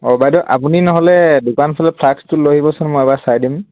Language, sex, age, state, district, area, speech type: Assamese, male, 18-30, Assam, Dibrugarh, rural, conversation